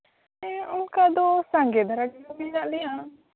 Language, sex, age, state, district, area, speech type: Santali, female, 18-30, Jharkhand, Seraikela Kharsawan, rural, conversation